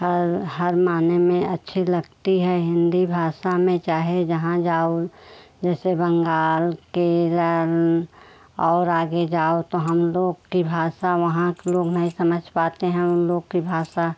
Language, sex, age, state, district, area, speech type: Hindi, female, 45-60, Uttar Pradesh, Pratapgarh, rural, spontaneous